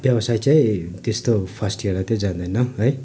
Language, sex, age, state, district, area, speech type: Nepali, male, 30-45, West Bengal, Darjeeling, rural, spontaneous